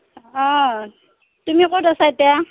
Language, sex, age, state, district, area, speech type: Assamese, female, 45-60, Assam, Darrang, rural, conversation